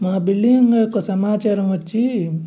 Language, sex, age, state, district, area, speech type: Telugu, male, 45-60, Andhra Pradesh, Guntur, urban, spontaneous